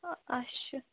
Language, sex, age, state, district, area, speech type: Kashmiri, female, 30-45, Jammu and Kashmir, Bandipora, rural, conversation